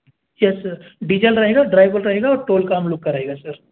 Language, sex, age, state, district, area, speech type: Hindi, male, 18-30, Madhya Pradesh, Bhopal, urban, conversation